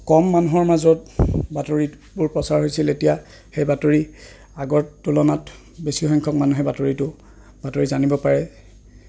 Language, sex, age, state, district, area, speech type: Assamese, male, 30-45, Assam, Goalpara, urban, spontaneous